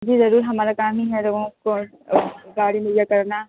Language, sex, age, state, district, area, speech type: Urdu, female, 45-60, Uttar Pradesh, Aligarh, rural, conversation